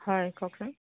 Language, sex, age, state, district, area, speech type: Assamese, female, 30-45, Assam, Biswanath, rural, conversation